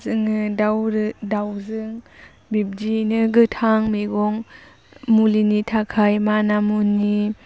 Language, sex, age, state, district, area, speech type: Bodo, female, 18-30, Assam, Baksa, rural, spontaneous